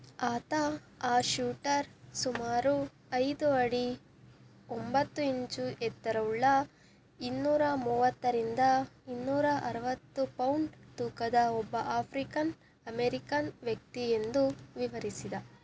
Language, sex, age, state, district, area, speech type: Kannada, female, 18-30, Karnataka, Tumkur, urban, read